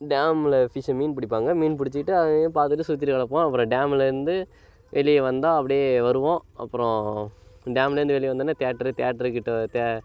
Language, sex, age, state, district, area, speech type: Tamil, male, 18-30, Tamil Nadu, Kallakurichi, urban, spontaneous